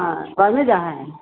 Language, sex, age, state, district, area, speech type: Maithili, female, 60+, Bihar, Begusarai, rural, conversation